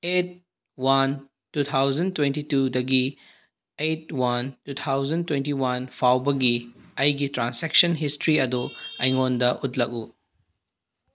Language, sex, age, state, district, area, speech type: Manipuri, male, 18-30, Manipur, Bishnupur, rural, read